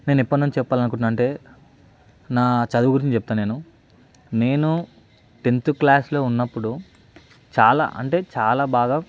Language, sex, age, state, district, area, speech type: Telugu, male, 18-30, Telangana, Hyderabad, urban, spontaneous